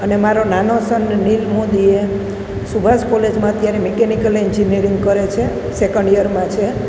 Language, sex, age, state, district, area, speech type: Gujarati, female, 45-60, Gujarat, Junagadh, rural, spontaneous